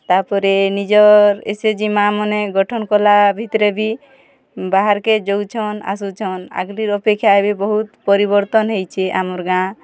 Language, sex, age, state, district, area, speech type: Odia, female, 45-60, Odisha, Kalahandi, rural, spontaneous